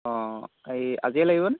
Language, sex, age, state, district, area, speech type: Assamese, male, 18-30, Assam, Golaghat, rural, conversation